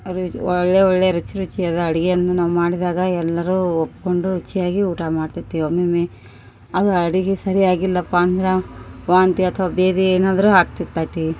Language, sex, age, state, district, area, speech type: Kannada, female, 30-45, Karnataka, Koppal, urban, spontaneous